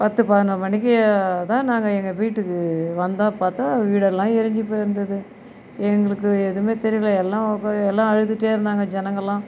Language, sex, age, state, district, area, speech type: Tamil, female, 60+, Tamil Nadu, Viluppuram, rural, spontaneous